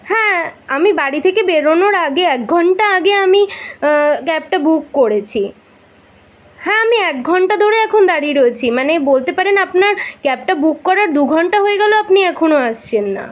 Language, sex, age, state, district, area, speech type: Bengali, female, 18-30, West Bengal, Kolkata, urban, spontaneous